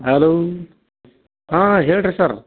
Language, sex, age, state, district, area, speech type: Kannada, male, 45-60, Karnataka, Dharwad, rural, conversation